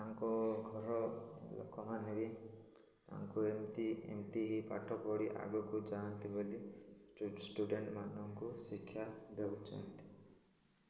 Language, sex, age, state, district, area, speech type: Odia, male, 18-30, Odisha, Koraput, urban, spontaneous